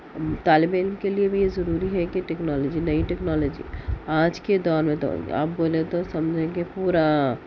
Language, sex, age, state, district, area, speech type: Urdu, female, 30-45, Telangana, Hyderabad, urban, spontaneous